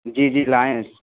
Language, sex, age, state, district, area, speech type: Urdu, male, 18-30, Uttar Pradesh, Saharanpur, urban, conversation